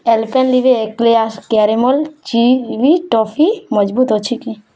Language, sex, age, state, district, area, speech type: Odia, female, 18-30, Odisha, Bargarh, rural, read